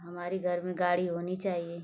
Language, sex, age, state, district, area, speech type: Hindi, female, 30-45, Uttar Pradesh, Azamgarh, rural, spontaneous